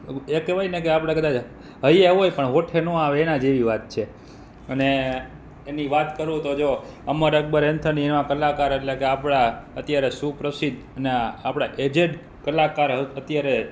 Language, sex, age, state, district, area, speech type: Gujarati, male, 30-45, Gujarat, Rajkot, urban, spontaneous